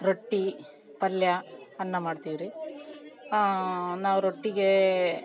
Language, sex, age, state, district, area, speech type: Kannada, female, 30-45, Karnataka, Vijayanagara, rural, spontaneous